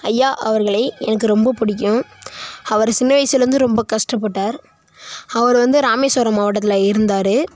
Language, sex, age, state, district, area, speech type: Tamil, male, 18-30, Tamil Nadu, Nagapattinam, rural, spontaneous